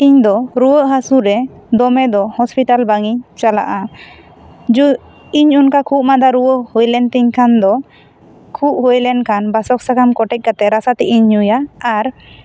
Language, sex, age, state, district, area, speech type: Santali, female, 18-30, West Bengal, Bankura, rural, spontaneous